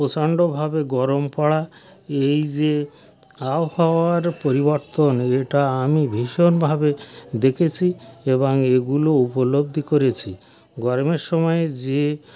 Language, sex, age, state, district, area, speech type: Bengali, male, 60+, West Bengal, North 24 Parganas, rural, spontaneous